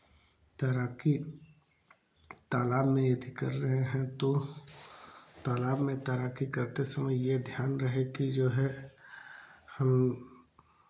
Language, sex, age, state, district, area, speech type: Hindi, male, 45-60, Uttar Pradesh, Chandauli, urban, spontaneous